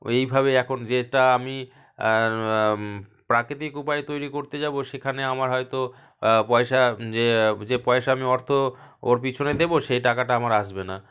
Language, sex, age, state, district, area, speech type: Bengali, male, 30-45, West Bengal, South 24 Parganas, rural, spontaneous